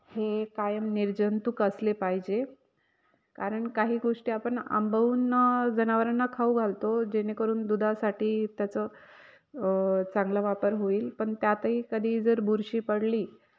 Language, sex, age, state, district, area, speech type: Marathi, female, 30-45, Maharashtra, Nashik, urban, spontaneous